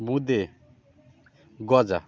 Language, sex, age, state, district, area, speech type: Bengali, male, 30-45, West Bengal, Birbhum, urban, spontaneous